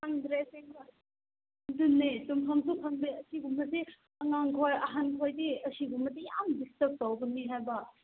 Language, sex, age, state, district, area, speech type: Manipuri, female, 18-30, Manipur, Kangpokpi, urban, conversation